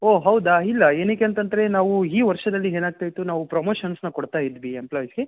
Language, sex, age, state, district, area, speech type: Kannada, male, 18-30, Karnataka, Gulbarga, urban, conversation